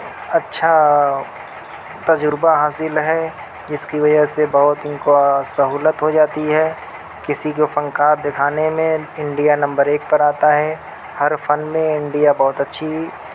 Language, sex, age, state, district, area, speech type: Urdu, male, 30-45, Uttar Pradesh, Mau, urban, spontaneous